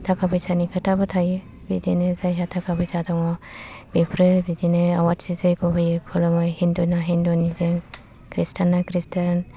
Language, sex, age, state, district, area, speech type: Bodo, female, 45-60, Assam, Kokrajhar, rural, spontaneous